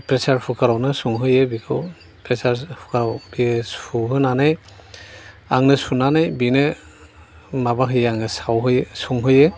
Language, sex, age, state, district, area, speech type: Bodo, male, 60+, Assam, Chirang, rural, spontaneous